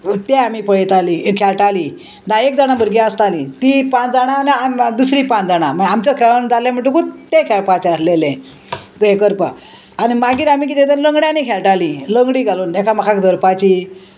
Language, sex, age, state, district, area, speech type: Goan Konkani, female, 60+, Goa, Salcete, rural, spontaneous